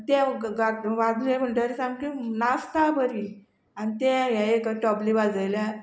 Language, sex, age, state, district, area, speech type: Goan Konkani, female, 45-60, Goa, Quepem, rural, spontaneous